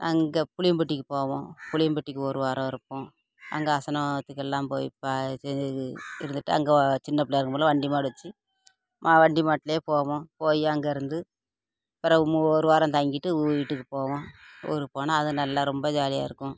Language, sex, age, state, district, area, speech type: Tamil, female, 45-60, Tamil Nadu, Thoothukudi, rural, spontaneous